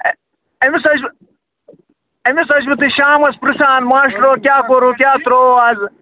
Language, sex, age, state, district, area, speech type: Kashmiri, male, 18-30, Jammu and Kashmir, Budgam, rural, conversation